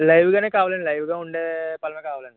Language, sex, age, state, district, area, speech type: Telugu, male, 18-30, Andhra Pradesh, Eluru, urban, conversation